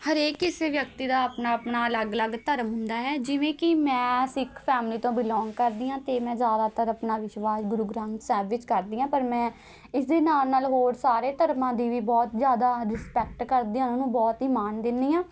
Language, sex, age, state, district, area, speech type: Punjabi, female, 18-30, Punjab, Patiala, urban, spontaneous